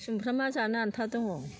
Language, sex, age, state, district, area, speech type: Bodo, female, 60+, Assam, Chirang, rural, spontaneous